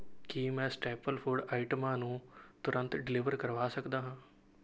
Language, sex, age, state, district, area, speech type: Punjabi, male, 18-30, Punjab, Rupnagar, rural, read